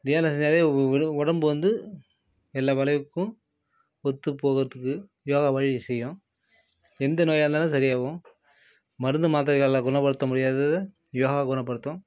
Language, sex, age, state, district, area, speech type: Tamil, male, 30-45, Tamil Nadu, Nagapattinam, rural, spontaneous